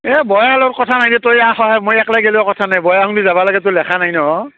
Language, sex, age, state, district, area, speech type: Assamese, male, 45-60, Assam, Barpeta, rural, conversation